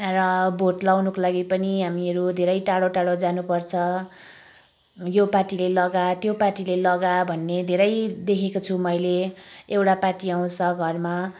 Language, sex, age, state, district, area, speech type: Nepali, female, 30-45, West Bengal, Kalimpong, rural, spontaneous